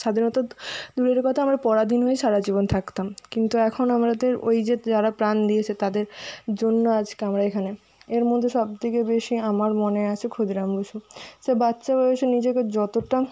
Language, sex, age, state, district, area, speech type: Bengali, female, 45-60, West Bengal, Jhargram, rural, spontaneous